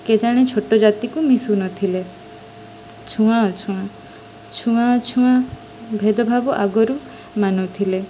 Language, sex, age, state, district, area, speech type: Odia, female, 18-30, Odisha, Sundergarh, urban, spontaneous